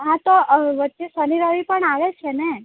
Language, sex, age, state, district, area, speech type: Gujarati, female, 18-30, Gujarat, Valsad, rural, conversation